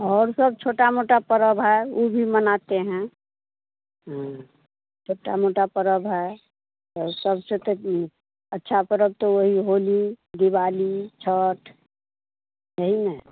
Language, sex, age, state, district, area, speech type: Hindi, female, 60+, Bihar, Madhepura, urban, conversation